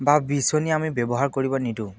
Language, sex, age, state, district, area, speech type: Assamese, male, 18-30, Assam, Biswanath, rural, spontaneous